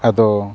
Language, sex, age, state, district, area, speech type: Santali, male, 45-60, Odisha, Mayurbhanj, rural, spontaneous